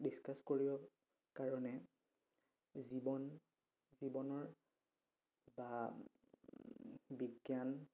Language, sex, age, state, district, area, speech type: Assamese, male, 18-30, Assam, Udalguri, rural, spontaneous